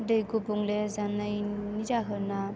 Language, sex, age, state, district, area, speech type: Bodo, female, 18-30, Assam, Chirang, rural, spontaneous